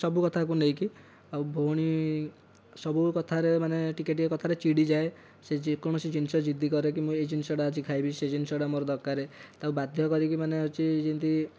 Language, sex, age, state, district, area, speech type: Odia, male, 18-30, Odisha, Dhenkanal, rural, spontaneous